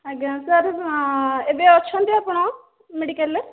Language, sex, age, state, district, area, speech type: Odia, female, 30-45, Odisha, Dhenkanal, rural, conversation